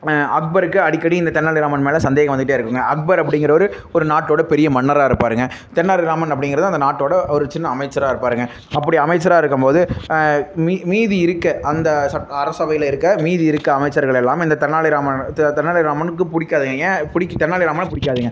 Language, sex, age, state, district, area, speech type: Tamil, male, 18-30, Tamil Nadu, Namakkal, rural, spontaneous